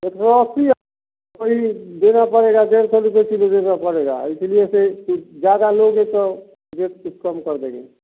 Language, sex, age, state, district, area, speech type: Hindi, male, 45-60, Bihar, Samastipur, rural, conversation